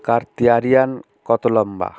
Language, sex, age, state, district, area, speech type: Bengali, male, 60+, West Bengal, Bankura, urban, read